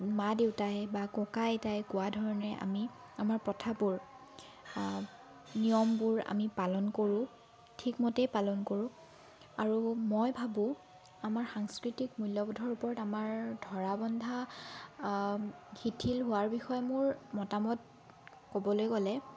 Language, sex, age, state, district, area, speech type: Assamese, female, 18-30, Assam, Sonitpur, rural, spontaneous